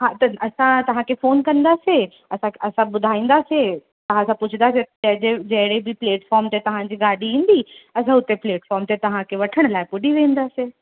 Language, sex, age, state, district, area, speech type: Sindhi, female, 18-30, Uttar Pradesh, Lucknow, rural, conversation